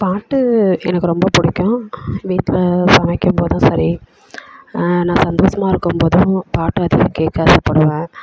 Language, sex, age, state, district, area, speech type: Tamil, female, 45-60, Tamil Nadu, Perambalur, rural, spontaneous